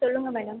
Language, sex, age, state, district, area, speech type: Tamil, female, 18-30, Tamil Nadu, Viluppuram, rural, conversation